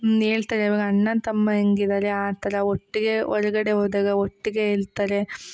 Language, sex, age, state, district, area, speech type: Kannada, female, 18-30, Karnataka, Hassan, urban, spontaneous